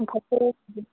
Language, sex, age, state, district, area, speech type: Assamese, female, 30-45, Assam, Dibrugarh, rural, conversation